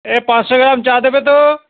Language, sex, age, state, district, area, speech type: Bengali, male, 60+, West Bengal, South 24 Parganas, rural, conversation